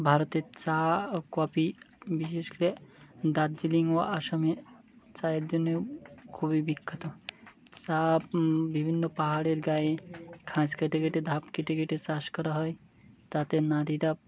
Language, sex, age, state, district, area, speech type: Bengali, male, 30-45, West Bengal, Birbhum, urban, spontaneous